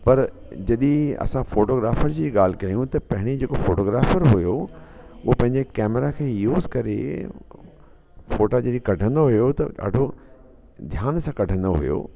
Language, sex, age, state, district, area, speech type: Sindhi, male, 45-60, Delhi, South Delhi, urban, spontaneous